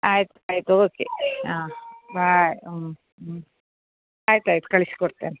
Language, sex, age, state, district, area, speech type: Kannada, female, 60+, Karnataka, Udupi, rural, conversation